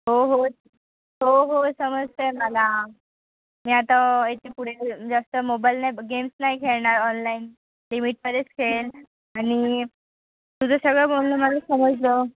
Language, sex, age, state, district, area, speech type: Marathi, female, 18-30, Maharashtra, Nashik, urban, conversation